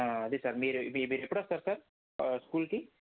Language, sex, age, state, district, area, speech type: Telugu, male, 18-30, Andhra Pradesh, Srikakulam, urban, conversation